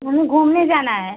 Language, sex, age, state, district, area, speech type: Hindi, female, 45-60, Uttar Pradesh, Mau, urban, conversation